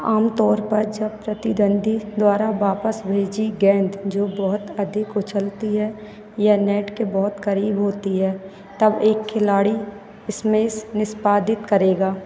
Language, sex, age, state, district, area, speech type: Hindi, female, 30-45, Madhya Pradesh, Hoshangabad, rural, read